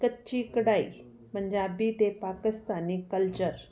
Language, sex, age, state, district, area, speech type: Punjabi, female, 45-60, Punjab, Jalandhar, urban, spontaneous